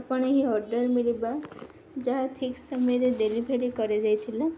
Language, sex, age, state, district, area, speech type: Odia, female, 18-30, Odisha, Ganjam, urban, spontaneous